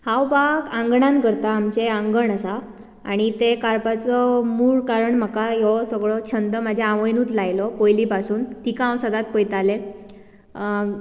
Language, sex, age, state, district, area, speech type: Goan Konkani, female, 18-30, Goa, Bardez, urban, spontaneous